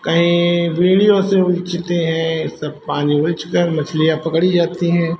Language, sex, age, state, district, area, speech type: Hindi, male, 60+, Uttar Pradesh, Hardoi, rural, spontaneous